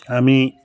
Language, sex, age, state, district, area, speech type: Bengali, male, 45-60, West Bengal, Bankura, urban, spontaneous